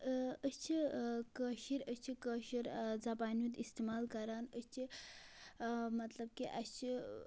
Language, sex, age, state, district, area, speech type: Kashmiri, female, 18-30, Jammu and Kashmir, Kulgam, rural, spontaneous